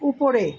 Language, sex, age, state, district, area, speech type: Bengali, female, 60+, West Bengal, Purba Bardhaman, urban, read